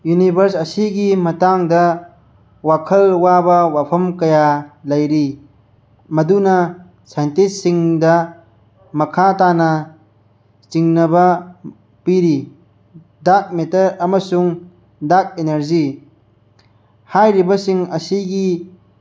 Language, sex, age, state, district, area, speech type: Manipuri, male, 18-30, Manipur, Bishnupur, rural, spontaneous